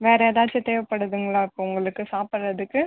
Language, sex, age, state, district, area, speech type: Tamil, female, 45-60, Tamil Nadu, Viluppuram, urban, conversation